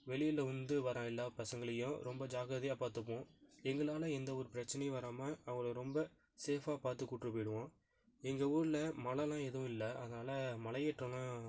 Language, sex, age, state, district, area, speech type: Tamil, male, 18-30, Tamil Nadu, Nagapattinam, rural, spontaneous